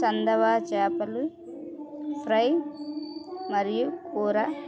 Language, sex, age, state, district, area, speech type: Telugu, female, 30-45, Andhra Pradesh, Bapatla, rural, spontaneous